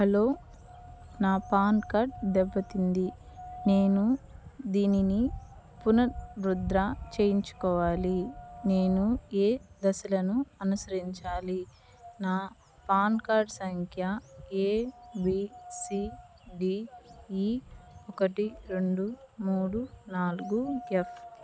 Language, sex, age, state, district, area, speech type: Telugu, female, 30-45, Andhra Pradesh, Nellore, urban, read